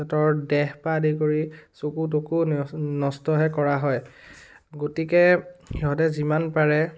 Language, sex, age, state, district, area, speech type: Assamese, male, 18-30, Assam, Biswanath, rural, spontaneous